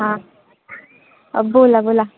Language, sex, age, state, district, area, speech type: Marathi, female, 18-30, Maharashtra, Sindhudurg, rural, conversation